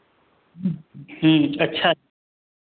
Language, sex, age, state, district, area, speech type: Hindi, male, 30-45, Uttar Pradesh, Varanasi, urban, conversation